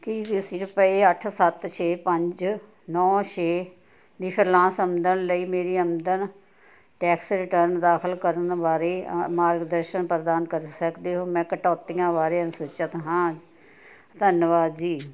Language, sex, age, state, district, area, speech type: Punjabi, female, 60+, Punjab, Ludhiana, rural, read